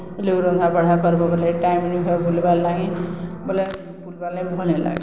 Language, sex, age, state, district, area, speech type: Odia, female, 60+, Odisha, Balangir, urban, spontaneous